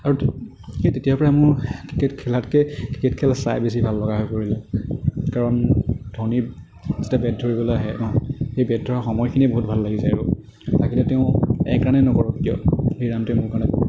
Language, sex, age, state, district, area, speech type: Assamese, male, 18-30, Assam, Kamrup Metropolitan, urban, spontaneous